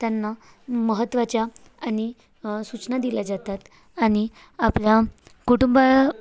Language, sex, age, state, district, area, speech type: Marathi, female, 18-30, Maharashtra, Bhandara, rural, spontaneous